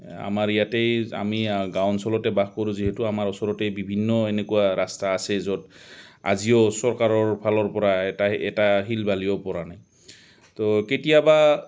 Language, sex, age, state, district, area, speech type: Assamese, male, 45-60, Assam, Goalpara, rural, spontaneous